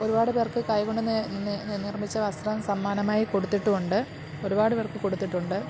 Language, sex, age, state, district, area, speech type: Malayalam, female, 30-45, Kerala, Pathanamthitta, rural, spontaneous